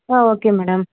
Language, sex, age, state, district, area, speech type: Tamil, female, 30-45, Tamil Nadu, Tiruvarur, urban, conversation